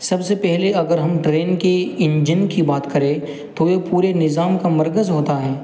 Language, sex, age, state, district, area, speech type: Urdu, male, 18-30, Uttar Pradesh, Muzaffarnagar, urban, spontaneous